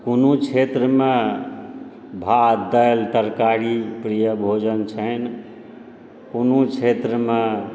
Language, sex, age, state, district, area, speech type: Maithili, male, 45-60, Bihar, Supaul, urban, spontaneous